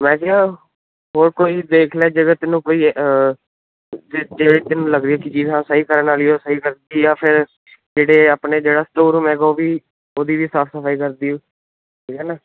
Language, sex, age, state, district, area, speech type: Punjabi, male, 18-30, Punjab, Ludhiana, urban, conversation